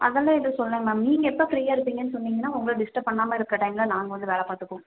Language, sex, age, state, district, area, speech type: Tamil, female, 18-30, Tamil Nadu, Karur, rural, conversation